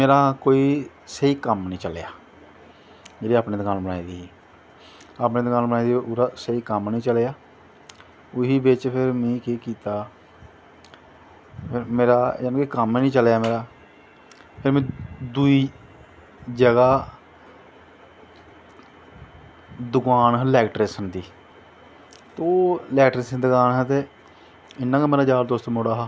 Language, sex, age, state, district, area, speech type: Dogri, male, 30-45, Jammu and Kashmir, Jammu, rural, spontaneous